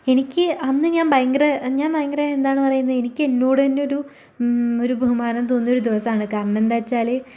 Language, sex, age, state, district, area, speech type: Malayalam, female, 18-30, Kerala, Kozhikode, rural, spontaneous